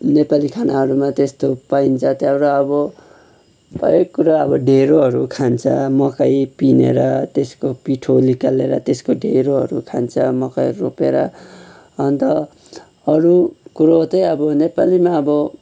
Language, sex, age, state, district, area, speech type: Nepali, male, 30-45, West Bengal, Kalimpong, rural, spontaneous